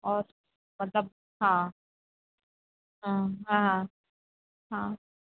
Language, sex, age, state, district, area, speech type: Urdu, female, 45-60, Uttar Pradesh, Rampur, urban, conversation